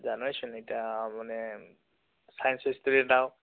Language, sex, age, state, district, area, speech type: Assamese, male, 18-30, Assam, Tinsukia, urban, conversation